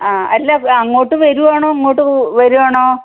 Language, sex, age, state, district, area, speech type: Malayalam, female, 60+, Kerala, Wayanad, rural, conversation